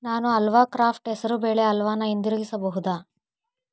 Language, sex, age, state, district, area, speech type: Kannada, female, 18-30, Karnataka, Davanagere, rural, read